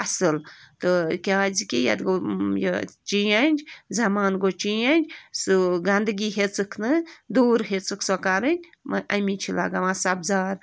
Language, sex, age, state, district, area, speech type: Kashmiri, female, 18-30, Jammu and Kashmir, Bandipora, rural, spontaneous